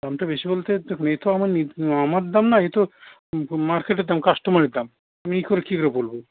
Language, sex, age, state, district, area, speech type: Bengali, male, 60+, West Bengal, Howrah, urban, conversation